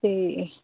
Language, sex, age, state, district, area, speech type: Punjabi, female, 30-45, Punjab, Fazilka, rural, conversation